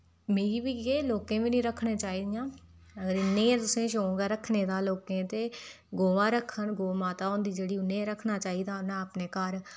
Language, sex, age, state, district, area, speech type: Dogri, female, 18-30, Jammu and Kashmir, Udhampur, rural, spontaneous